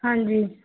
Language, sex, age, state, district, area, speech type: Punjabi, female, 18-30, Punjab, Faridkot, urban, conversation